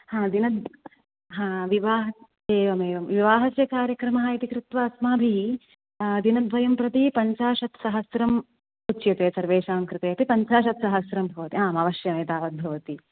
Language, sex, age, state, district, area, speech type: Sanskrit, female, 18-30, Karnataka, Dakshina Kannada, urban, conversation